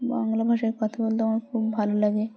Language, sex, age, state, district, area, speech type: Bengali, female, 18-30, West Bengal, Dakshin Dinajpur, urban, spontaneous